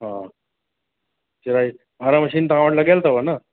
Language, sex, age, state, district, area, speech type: Sindhi, male, 30-45, Uttar Pradesh, Lucknow, rural, conversation